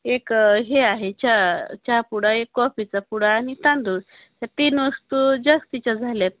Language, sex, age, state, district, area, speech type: Marathi, female, 45-60, Maharashtra, Osmanabad, rural, conversation